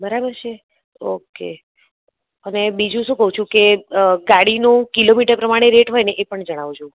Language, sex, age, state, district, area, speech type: Gujarati, female, 30-45, Gujarat, Kheda, rural, conversation